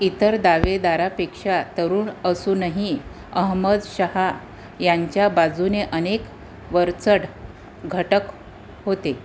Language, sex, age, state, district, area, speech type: Marathi, female, 30-45, Maharashtra, Amravati, urban, read